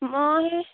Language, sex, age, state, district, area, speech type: Assamese, female, 18-30, Assam, Lakhimpur, rural, conversation